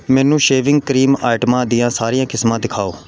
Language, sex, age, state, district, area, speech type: Punjabi, male, 30-45, Punjab, Pathankot, rural, read